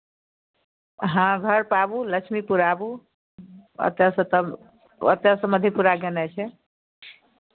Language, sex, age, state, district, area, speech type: Maithili, female, 45-60, Bihar, Madhepura, rural, conversation